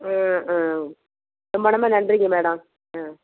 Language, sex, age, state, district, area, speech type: Tamil, female, 60+, Tamil Nadu, Ariyalur, rural, conversation